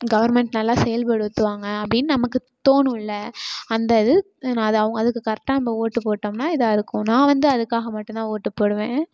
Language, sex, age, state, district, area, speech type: Tamil, female, 18-30, Tamil Nadu, Tiruchirappalli, rural, spontaneous